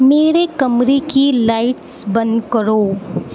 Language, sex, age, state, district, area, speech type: Urdu, female, 18-30, Uttar Pradesh, Aligarh, urban, read